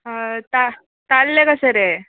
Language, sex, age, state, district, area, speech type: Goan Konkani, female, 18-30, Goa, Canacona, rural, conversation